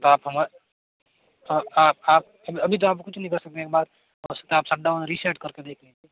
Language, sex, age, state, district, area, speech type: Hindi, male, 45-60, Rajasthan, Jodhpur, urban, conversation